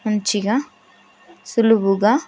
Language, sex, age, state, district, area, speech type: Telugu, female, 30-45, Telangana, Hanamkonda, rural, spontaneous